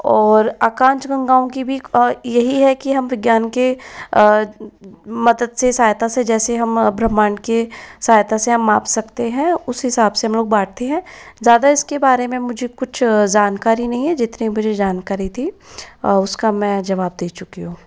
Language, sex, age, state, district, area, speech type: Hindi, female, 60+, Rajasthan, Jaipur, urban, spontaneous